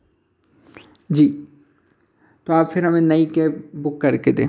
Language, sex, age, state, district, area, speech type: Hindi, male, 30-45, Madhya Pradesh, Hoshangabad, urban, spontaneous